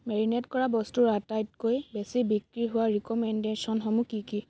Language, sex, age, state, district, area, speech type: Assamese, female, 18-30, Assam, Dibrugarh, rural, read